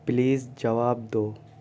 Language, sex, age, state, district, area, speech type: Urdu, male, 18-30, Delhi, South Delhi, urban, read